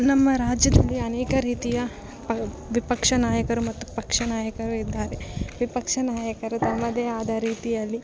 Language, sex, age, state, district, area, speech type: Kannada, female, 18-30, Karnataka, Bellary, rural, spontaneous